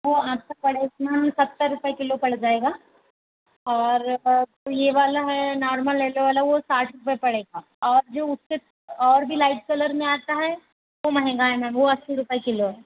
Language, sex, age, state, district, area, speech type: Hindi, female, 60+, Madhya Pradesh, Balaghat, rural, conversation